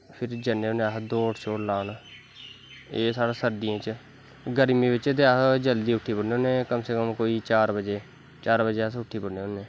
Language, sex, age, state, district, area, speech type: Dogri, male, 18-30, Jammu and Kashmir, Kathua, rural, spontaneous